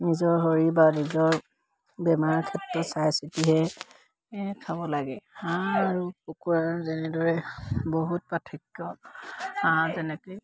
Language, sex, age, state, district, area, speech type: Assamese, female, 45-60, Assam, Dibrugarh, rural, spontaneous